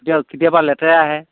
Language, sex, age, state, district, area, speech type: Assamese, male, 45-60, Assam, Sivasagar, rural, conversation